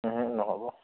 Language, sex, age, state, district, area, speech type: Assamese, male, 45-60, Assam, Morigaon, rural, conversation